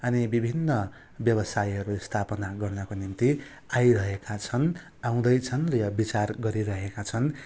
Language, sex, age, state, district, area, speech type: Nepali, male, 30-45, West Bengal, Darjeeling, rural, spontaneous